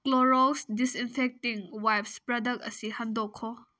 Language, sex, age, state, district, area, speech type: Manipuri, female, 18-30, Manipur, Kakching, rural, read